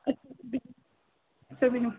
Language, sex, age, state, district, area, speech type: Kashmiri, female, 18-30, Jammu and Kashmir, Srinagar, urban, conversation